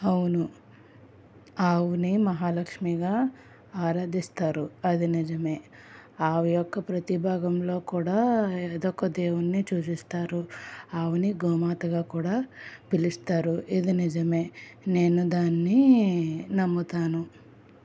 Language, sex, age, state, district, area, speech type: Telugu, female, 18-30, Andhra Pradesh, Anakapalli, rural, spontaneous